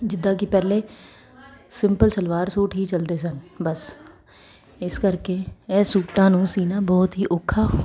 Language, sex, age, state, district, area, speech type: Punjabi, female, 30-45, Punjab, Kapurthala, urban, spontaneous